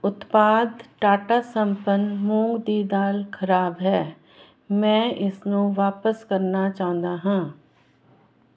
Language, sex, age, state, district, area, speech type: Punjabi, female, 45-60, Punjab, Jalandhar, urban, read